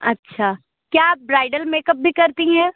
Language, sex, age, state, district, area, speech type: Hindi, female, 30-45, Uttar Pradesh, Sonbhadra, rural, conversation